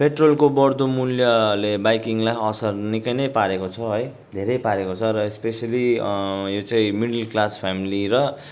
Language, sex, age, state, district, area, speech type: Nepali, male, 18-30, West Bengal, Darjeeling, rural, spontaneous